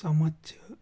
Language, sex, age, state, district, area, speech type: Kashmiri, male, 18-30, Jammu and Kashmir, Shopian, rural, spontaneous